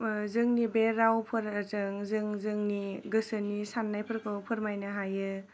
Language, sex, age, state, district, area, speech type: Bodo, female, 18-30, Assam, Kokrajhar, rural, spontaneous